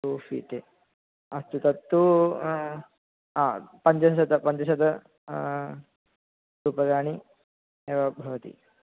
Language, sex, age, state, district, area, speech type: Sanskrit, male, 18-30, Kerala, Thrissur, rural, conversation